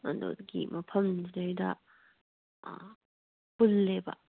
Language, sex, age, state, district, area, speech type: Manipuri, female, 30-45, Manipur, Kangpokpi, urban, conversation